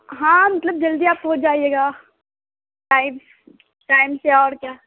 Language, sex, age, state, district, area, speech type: Urdu, female, 18-30, Uttar Pradesh, Balrampur, rural, conversation